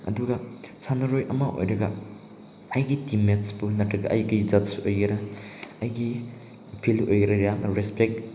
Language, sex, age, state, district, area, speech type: Manipuri, male, 18-30, Manipur, Chandel, rural, spontaneous